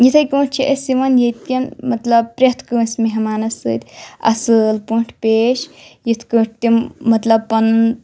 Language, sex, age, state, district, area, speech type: Kashmiri, female, 18-30, Jammu and Kashmir, Shopian, rural, spontaneous